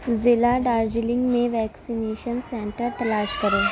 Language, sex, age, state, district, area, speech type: Urdu, female, 18-30, Uttar Pradesh, Ghaziabad, urban, read